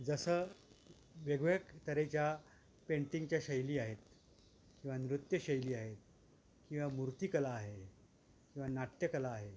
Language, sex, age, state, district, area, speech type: Marathi, male, 60+, Maharashtra, Thane, urban, spontaneous